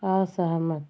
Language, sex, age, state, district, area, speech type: Hindi, female, 45-60, Uttar Pradesh, Azamgarh, rural, read